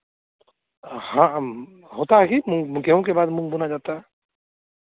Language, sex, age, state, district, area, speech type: Hindi, male, 45-60, Bihar, Madhepura, rural, conversation